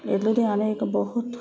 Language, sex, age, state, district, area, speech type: Punjabi, female, 30-45, Punjab, Ludhiana, urban, spontaneous